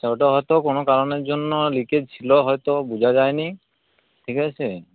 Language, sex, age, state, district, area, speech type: Bengali, male, 18-30, West Bengal, Uttar Dinajpur, rural, conversation